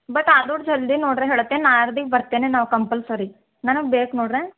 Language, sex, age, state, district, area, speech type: Kannada, female, 18-30, Karnataka, Bidar, urban, conversation